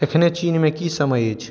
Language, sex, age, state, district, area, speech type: Maithili, male, 45-60, Bihar, Madhubani, urban, read